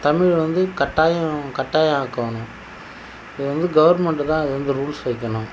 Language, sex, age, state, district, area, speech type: Tamil, male, 45-60, Tamil Nadu, Cuddalore, rural, spontaneous